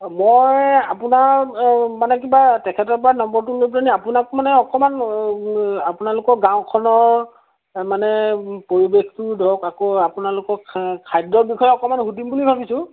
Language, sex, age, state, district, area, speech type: Assamese, male, 45-60, Assam, Golaghat, urban, conversation